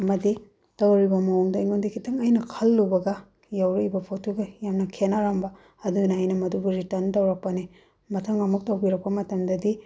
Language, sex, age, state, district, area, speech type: Manipuri, female, 30-45, Manipur, Bishnupur, rural, spontaneous